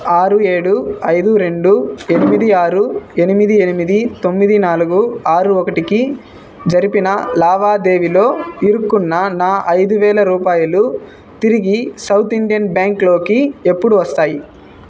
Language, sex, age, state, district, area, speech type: Telugu, male, 18-30, Andhra Pradesh, Sri Balaji, rural, read